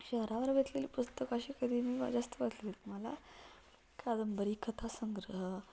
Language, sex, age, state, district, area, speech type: Marathi, female, 18-30, Maharashtra, Satara, urban, spontaneous